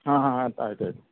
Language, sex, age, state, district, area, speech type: Kannada, male, 30-45, Karnataka, Belgaum, rural, conversation